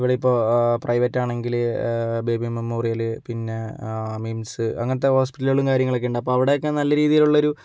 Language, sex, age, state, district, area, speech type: Malayalam, male, 60+, Kerala, Kozhikode, urban, spontaneous